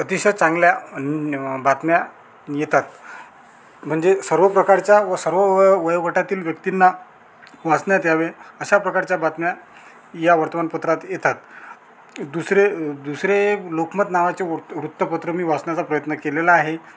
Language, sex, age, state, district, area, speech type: Marathi, male, 30-45, Maharashtra, Amravati, rural, spontaneous